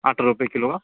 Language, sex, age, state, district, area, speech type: Marathi, male, 18-30, Maharashtra, Sangli, urban, conversation